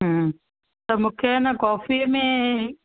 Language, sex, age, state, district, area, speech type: Sindhi, female, 45-60, Gujarat, Kutch, rural, conversation